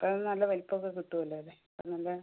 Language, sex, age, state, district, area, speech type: Malayalam, female, 60+, Kerala, Palakkad, rural, conversation